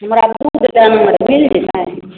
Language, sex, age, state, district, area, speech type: Maithili, female, 18-30, Bihar, Araria, rural, conversation